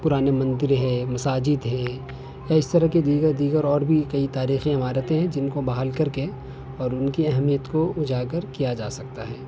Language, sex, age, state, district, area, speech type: Urdu, male, 18-30, Delhi, North West Delhi, urban, spontaneous